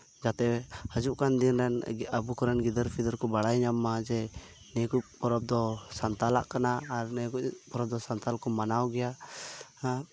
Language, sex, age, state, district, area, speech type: Santali, male, 18-30, West Bengal, Birbhum, rural, spontaneous